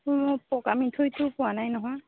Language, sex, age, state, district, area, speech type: Assamese, female, 30-45, Assam, Nagaon, rural, conversation